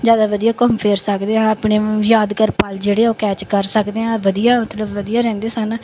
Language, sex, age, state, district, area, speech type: Punjabi, female, 30-45, Punjab, Bathinda, rural, spontaneous